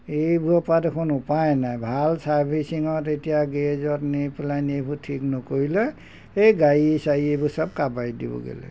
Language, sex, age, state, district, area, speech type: Assamese, male, 60+, Assam, Golaghat, urban, spontaneous